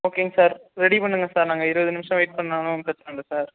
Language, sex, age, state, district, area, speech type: Tamil, female, 30-45, Tamil Nadu, Ariyalur, rural, conversation